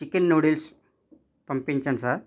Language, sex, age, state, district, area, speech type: Telugu, male, 45-60, Andhra Pradesh, East Godavari, rural, spontaneous